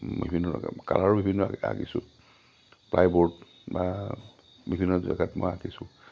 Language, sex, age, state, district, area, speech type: Assamese, male, 45-60, Assam, Lakhimpur, urban, spontaneous